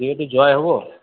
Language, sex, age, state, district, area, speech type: Assamese, male, 60+, Assam, Goalpara, urban, conversation